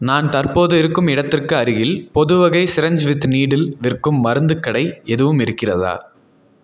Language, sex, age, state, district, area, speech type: Tamil, male, 18-30, Tamil Nadu, Salem, rural, read